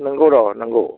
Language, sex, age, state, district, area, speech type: Bodo, male, 60+, Assam, Baksa, rural, conversation